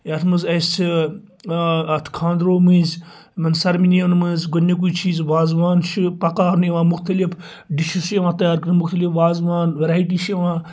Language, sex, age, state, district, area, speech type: Kashmiri, male, 30-45, Jammu and Kashmir, Kupwara, rural, spontaneous